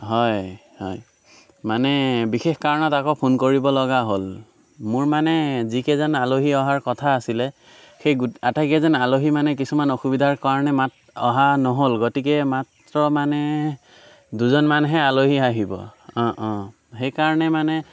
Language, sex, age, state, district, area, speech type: Assamese, male, 18-30, Assam, Biswanath, rural, spontaneous